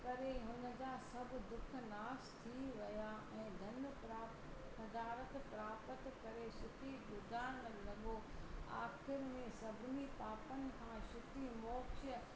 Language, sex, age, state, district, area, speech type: Sindhi, female, 60+, Gujarat, Surat, urban, spontaneous